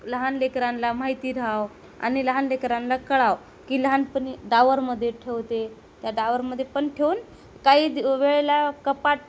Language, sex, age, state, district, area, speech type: Marathi, female, 30-45, Maharashtra, Nanded, urban, spontaneous